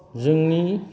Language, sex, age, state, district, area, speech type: Bodo, male, 45-60, Assam, Kokrajhar, rural, spontaneous